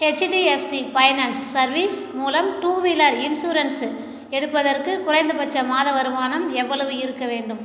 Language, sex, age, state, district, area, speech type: Tamil, female, 60+, Tamil Nadu, Cuddalore, rural, read